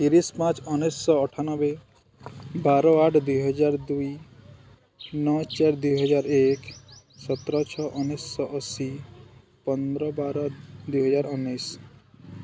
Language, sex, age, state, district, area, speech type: Odia, male, 18-30, Odisha, Balangir, urban, spontaneous